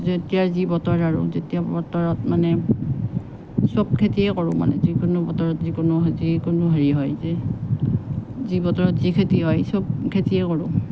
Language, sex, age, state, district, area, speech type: Assamese, female, 30-45, Assam, Morigaon, rural, spontaneous